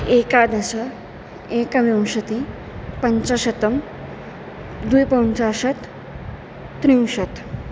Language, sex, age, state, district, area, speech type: Sanskrit, female, 18-30, Maharashtra, Chandrapur, urban, spontaneous